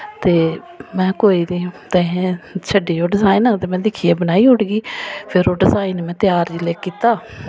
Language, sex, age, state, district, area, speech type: Dogri, female, 30-45, Jammu and Kashmir, Samba, urban, spontaneous